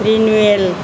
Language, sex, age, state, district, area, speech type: Bodo, female, 60+, Assam, Kokrajhar, rural, read